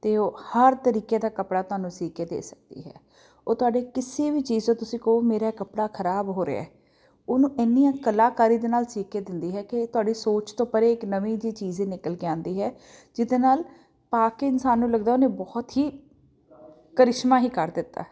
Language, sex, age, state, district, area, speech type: Punjabi, female, 30-45, Punjab, Jalandhar, urban, spontaneous